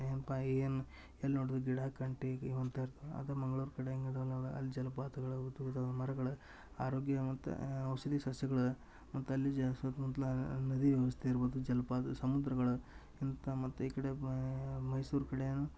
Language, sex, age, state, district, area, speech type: Kannada, male, 18-30, Karnataka, Dharwad, rural, spontaneous